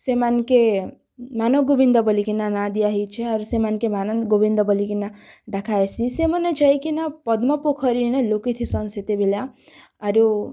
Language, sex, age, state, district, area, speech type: Odia, female, 18-30, Odisha, Kalahandi, rural, spontaneous